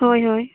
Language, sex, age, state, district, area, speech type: Santali, female, 18-30, Jharkhand, Seraikela Kharsawan, rural, conversation